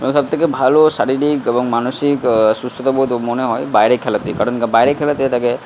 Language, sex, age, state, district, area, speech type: Bengali, male, 45-60, West Bengal, Purba Bardhaman, rural, spontaneous